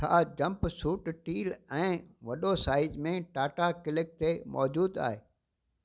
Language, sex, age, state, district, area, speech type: Sindhi, male, 60+, Gujarat, Kutch, urban, read